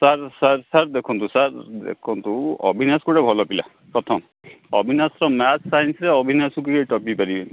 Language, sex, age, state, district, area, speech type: Odia, male, 45-60, Odisha, Jagatsinghpur, urban, conversation